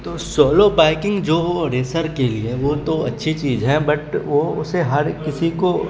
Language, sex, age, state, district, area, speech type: Urdu, male, 30-45, Bihar, Supaul, urban, spontaneous